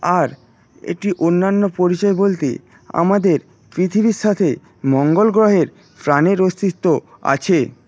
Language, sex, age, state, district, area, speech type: Bengali, male, 18-30, West Bengal, Paschim Medinipur, rural, spontaneous